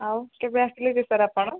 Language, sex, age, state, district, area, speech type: Odia, female, 45-60, Odisha, Angul, rural, conversation